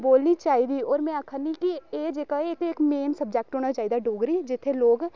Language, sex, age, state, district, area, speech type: Dogri, male, 18-30, Jammu and Kashmir, Reasi, rural, spontaneous